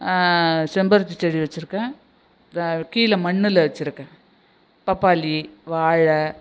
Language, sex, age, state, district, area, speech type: Tamil, female, 60+, Tamil Nadu, Nagapattinam, rural, spontaneous